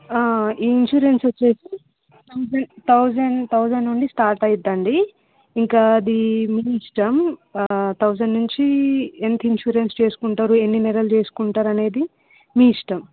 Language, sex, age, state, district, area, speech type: Telugu, female, 18-30, Telangana, Mancherial, rural, conversation